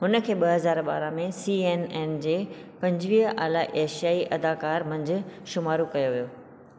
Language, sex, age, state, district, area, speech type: Sindhi, female, 45-60, Maharashtra, Thane, urban, read